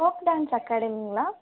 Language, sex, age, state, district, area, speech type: Tamil, female, 18-30, Tamil Nadu, Tiruppur, urban, conversation